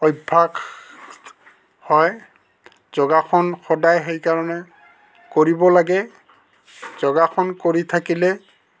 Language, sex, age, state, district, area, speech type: Assamese, male, 60+, Assam, Goalpara, urban, spontaneous